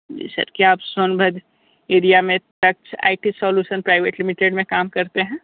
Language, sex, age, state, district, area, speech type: Hindi, male, 30-45, Uttar Pradesh, Sonbhadra, rural, conversation